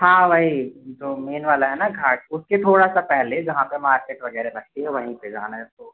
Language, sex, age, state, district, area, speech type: Hindi, male, 18-30, Madhya Pradesh, Jabalpur, urban, conversation